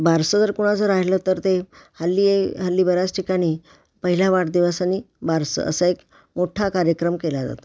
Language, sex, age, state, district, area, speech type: Marathi, female, 60+, Maharashtra, Pune, urban, spontaneous